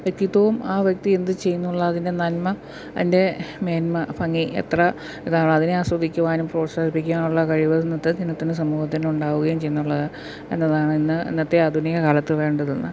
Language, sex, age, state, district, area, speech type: Malayalam, female, 45-60, Kerala, Pathanamthitta, rural, spontaneous